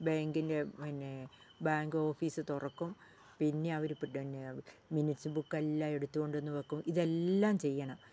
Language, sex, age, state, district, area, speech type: Malayalam, female, 60+, Kerala, Wayanad, rural, spontaneous